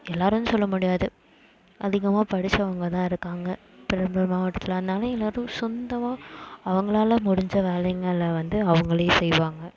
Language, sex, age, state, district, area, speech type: Tamil, female, 18-30, Tamil Nadu, Perambalur, urban, spontaneous